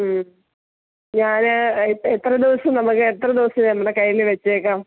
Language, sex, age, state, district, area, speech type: Malayalam, female, 30-45, Kerala, Kollam, rural, conversation